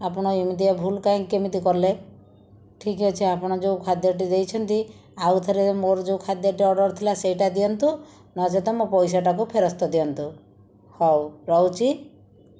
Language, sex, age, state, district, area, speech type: Odia, female, 30-45, Odisha, Jajpur, rural, spontaneous